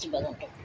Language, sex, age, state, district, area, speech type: Assamese, female, 45-60, Assam, Tinsukia, rural, spontaneous